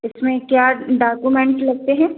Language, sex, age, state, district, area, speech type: Hindi, female, 30-45, Madhya Pradesh, Balaghat, rural, conversation